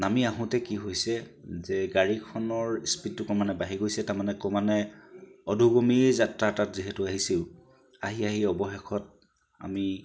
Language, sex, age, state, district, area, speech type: Assamese, male, 45-60, Assam, Charaideo, urban, spontaneous